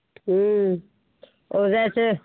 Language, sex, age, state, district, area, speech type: Maithili, female, 60+, Bihar, Saharsa, rural, conversation